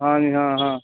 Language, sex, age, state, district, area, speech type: Punjabi, male, 30-45, Punjab, Mansa, urban, conversation